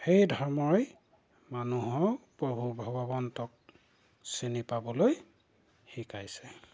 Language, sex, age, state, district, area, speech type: Assamese, male, 45-60, Assam, Golaghat, rural, spontaneous